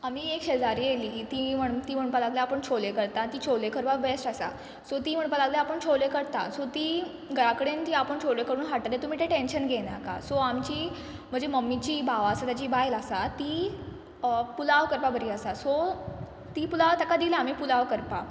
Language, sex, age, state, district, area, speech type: Goan Konkani, female, 18-30, Goa, Quepem, rural, spontaneous